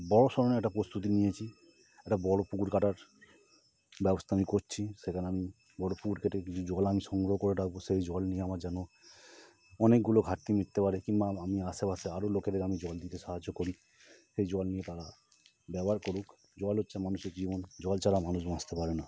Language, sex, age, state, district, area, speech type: Bengali, male, 30-45, West Bengal, Howrah, urban, spontaneous